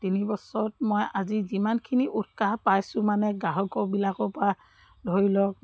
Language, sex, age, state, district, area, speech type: Assamese, female, 60+, Assam, Dibrugarh, rural, spontaneous